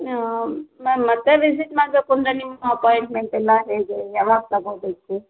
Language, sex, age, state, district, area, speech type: Kannada, female, 30-45, Karnataka, Kolar, rural, conversation